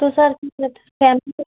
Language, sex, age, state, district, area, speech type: Hindi, female, 18-30, Madhya Pradesh, Gwalior, urban, conversation